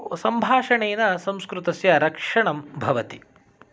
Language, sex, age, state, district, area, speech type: Sanskrit, male, 30-45, Karnataka, Shimoga, urban, spontaneous